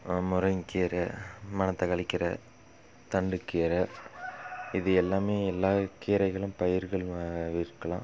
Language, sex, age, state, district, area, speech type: Tamil, male, 30-45, Tamil Nadu, Dharmapuri, rural, spontaneous